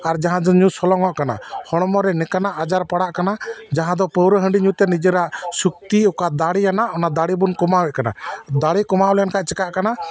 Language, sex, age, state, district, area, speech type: Santali, male, 45-60, West Bengal, Dakshin Dinajpur, rural, spontaneous